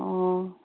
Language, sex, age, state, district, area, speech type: Manipuri, female, 30-45, Manipur, Chandel, rural, conversation